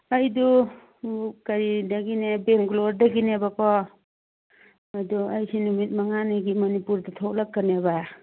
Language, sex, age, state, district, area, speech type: Manipuri, female, 45-60, Manipur, Churachandpur, rural, conversation